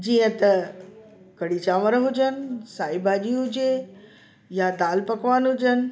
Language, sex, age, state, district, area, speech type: Sindhi, female, 60+, Delhi, South Delhi, urban, spontaneous